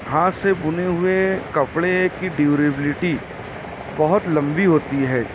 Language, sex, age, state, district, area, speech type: Urdu, male, 30-45, Maharashtra, Nashik, urban, spontaneous